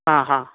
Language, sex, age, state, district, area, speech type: Sanskrit, male, 45-60, Karnataka, Bangalore Urban, urban, conversation